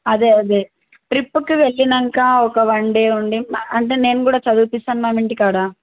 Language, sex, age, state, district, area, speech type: Telugu, female, 18-30, Telangana, Mahbubnagar, urban, conversation